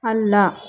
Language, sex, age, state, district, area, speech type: Kannada, female, 30-45, Karnataka, Chamarajanagar, rural, read